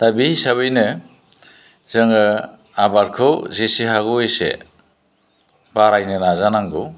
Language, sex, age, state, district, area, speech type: Bodo, male, 60+, Assam, Chirang, urban, spontaneous